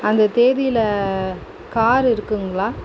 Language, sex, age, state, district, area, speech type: Tamil, female, 45-60, Tamil Nadu, Mayiladuthurai, rural, spontaneous